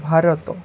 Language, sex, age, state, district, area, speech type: Odia, male, 18-30, Odisha, Ganjam, urban, spontaneous